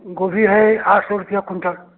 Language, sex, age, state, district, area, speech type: Hindi, male, 60+, Uttar Pradesh, Prayagraj, rural, conversation